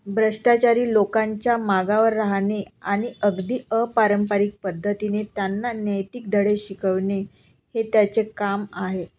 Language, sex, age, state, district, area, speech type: Marathi, female, 30-45, Maharashtra, Nagpur, urban, read